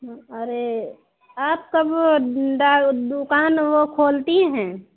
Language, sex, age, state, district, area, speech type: Hindi, female, 45-60, Uttar Pradesh, Ayodhya, rural, conversation